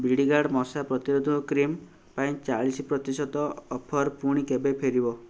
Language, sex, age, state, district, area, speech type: Odia, male, 18-30, Odisha, Puri, urban, read